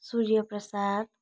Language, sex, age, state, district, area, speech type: Nepali, female, 30-45, West Bengal, Darjeeling, rural, spontaneous